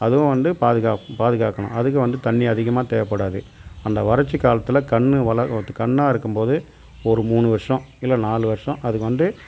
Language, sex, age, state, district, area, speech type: Tamil, male, 45-60, Tamil Nadu, Tiruvannamalai, rural, spontaneous